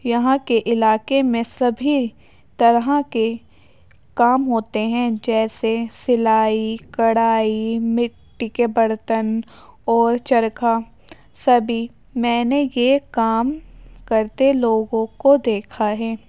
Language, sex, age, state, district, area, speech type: Urdu, female, 18-30, Uttar Pradesh, Ghaziabad, rural, spontaneous